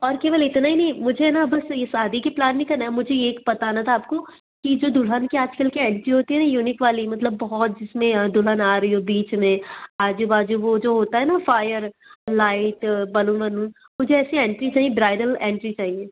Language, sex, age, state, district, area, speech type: Hindi, female, 18-30, Madhya Pradesh, Betul, urban, conversation